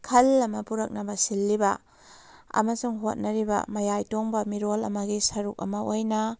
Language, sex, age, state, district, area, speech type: Manipuri, female, 30-45, Manipur, Kakching, rural, spontaneous